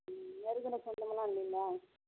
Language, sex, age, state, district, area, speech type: Tamil, female, 30-45, Tamil Nadu, Kallakurichi, rural, conversation